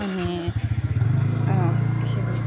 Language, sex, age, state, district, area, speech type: Nepali, female, 30-45, West Bengal, Alipurduar, rural, spontaneous